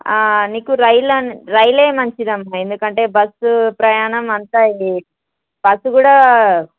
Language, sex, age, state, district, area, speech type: Telugu, female, 18-30, Telangana, Hyderabad, rural, conversation